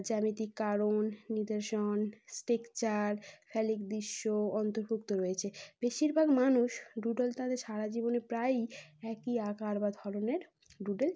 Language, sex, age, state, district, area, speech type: Bengali, female, 18-30, West Bengal, North 24 Parganas, urban, spontaneous